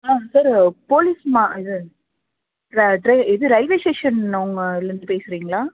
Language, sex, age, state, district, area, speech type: Tamil, female, 18-30, Tamil Nadu, Madurai, urban, conversation